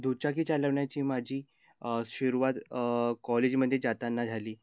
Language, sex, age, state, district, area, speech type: Marathi, male, 18-30, Maharashtra, Nagpur, rural, spontaneous